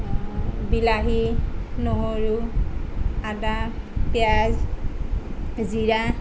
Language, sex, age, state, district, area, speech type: Assamese, female, 30-45, Assam, Sonitpur, rural, spontaneous